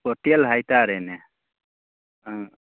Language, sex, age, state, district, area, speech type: Manipuri, male, 30-45, Manipur, Churachandpur, rural, conversation